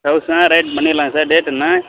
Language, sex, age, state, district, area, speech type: Tamil, male, 30-45, Tamil Nadu, Sivaganga, rural, conversation